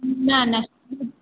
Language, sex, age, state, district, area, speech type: Sindhi, female, 45-60, Gujarat, Surat, urban, conversation